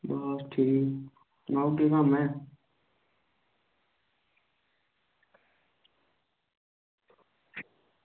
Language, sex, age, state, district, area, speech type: Dogri, male, 18-30, Jammu and Kashmir, Samba, rural, conversation